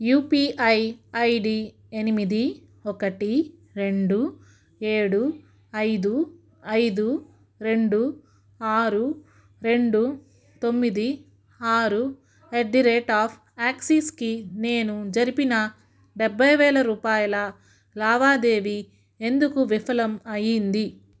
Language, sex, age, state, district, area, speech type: Telugu, female, 45-60, Andhra Pradesh, Guntur, rural, read